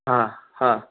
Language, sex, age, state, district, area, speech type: Bengali, male, 60+, West Bengal, Paschim Bardhaman, rural, conversation